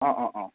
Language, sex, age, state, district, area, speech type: Assamese, male, 30-45, Assam, Nagaon, rural, conversation